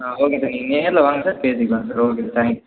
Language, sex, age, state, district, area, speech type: Tamil, male, 18-30, Tamil Nadu, Perambalur, rural, conversation